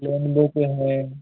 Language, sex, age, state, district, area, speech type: Hindi, male, 60+, Rajasthan, Jaipur, urban, conversation